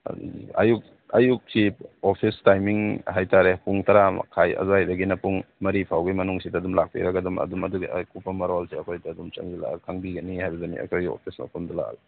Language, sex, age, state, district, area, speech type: Manipuri, male, 45-60, Manipur, Churachandpur, rural, conversation